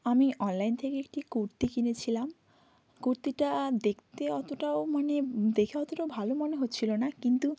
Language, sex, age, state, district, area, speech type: Bengali, female, 18-30, West Bengal, Hooghly, urban, spontaneous